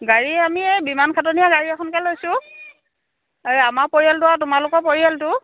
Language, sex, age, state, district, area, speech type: Assamese, female, 45-60, Assam, Lakhimpur, rural, conversation